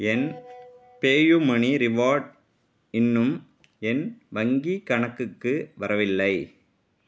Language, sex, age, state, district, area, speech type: Tamil, male, 45-60, Tamil Nadu, Mayiladuthurai, urban, read